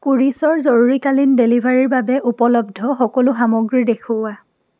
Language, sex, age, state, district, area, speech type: Assamese, female, 18-30, Assam, Dhemaji, rural, read